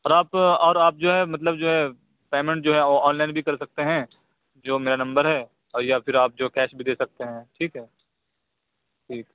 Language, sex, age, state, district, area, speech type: Urdu, male, 45-60, Uttar Pradesh, Aligarh, urban, conversation